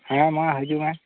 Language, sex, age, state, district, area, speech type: Santali, male, 45-60, West Bengal, Malda, rural, conversation